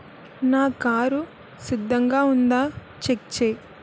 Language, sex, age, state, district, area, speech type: Telugu, female, 18-30, Andhra Pradesh, Kakinada, urban, read